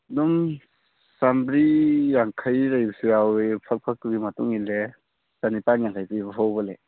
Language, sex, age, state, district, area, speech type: Manipuri, male, 18-30, Manipur, Churachandpur, rural, conversation